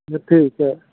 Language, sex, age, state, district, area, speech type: Hindi, male, 60+, Uttar Pradesh, Mirzapur, urban, conversation